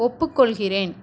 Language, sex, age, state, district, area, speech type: Tamil, female, 30-45, Tamil Nadu, Cuddalore, rural, read